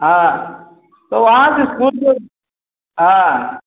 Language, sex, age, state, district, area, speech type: Hindi, male, 60+, Uttar Pradesh, Ayodhya, rural, conversation